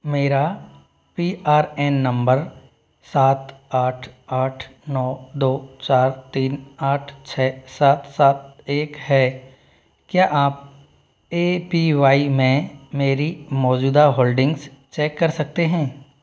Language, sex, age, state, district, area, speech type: Hindi, male, 60+, Rajasthan, Jaipur, urban, read